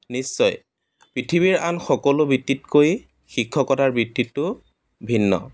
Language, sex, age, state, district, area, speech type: Assamese, male, 30-45, Assam, Dibrugarh, rural, spontaneous